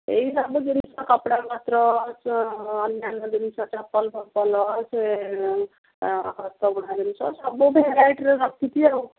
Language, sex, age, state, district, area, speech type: Odia, female, 60+, Odisha, Jharsuguda, rural, conversation